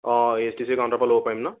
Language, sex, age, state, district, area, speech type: Assamese, male, 18-30, Assam, Biswanath, rural, conversation